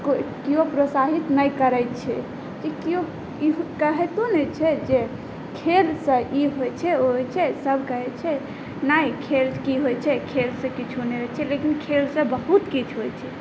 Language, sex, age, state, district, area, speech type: Maithili, female, 18-30, Bihar, Saharsa, rural, spontaneous